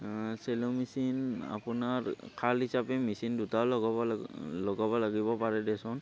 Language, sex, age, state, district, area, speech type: Assamese, male, 30-45, Assam, Barpeta, rural, spontaneous